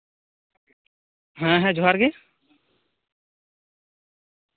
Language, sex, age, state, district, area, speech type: Santali, male, 18-30, West Bengal, Birbhum, rural, conversation